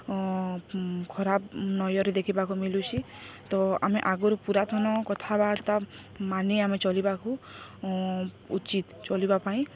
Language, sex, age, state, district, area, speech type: Odia, female, 30-45, Odisha, Balangir, urban, spontaneous